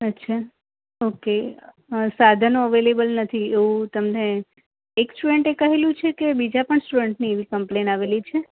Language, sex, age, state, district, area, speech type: Gujarati, female, 30-45, Gujarat, Anand, urban, conversation